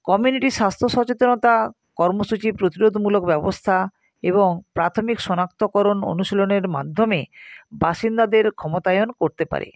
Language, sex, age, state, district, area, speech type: Bengali, female, 45-60, West Bengal, Nadia, rural, spontaneous